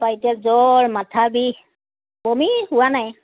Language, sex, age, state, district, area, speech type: Assamese, female, 30-45, Assam, Dibrugarh, rural, conversation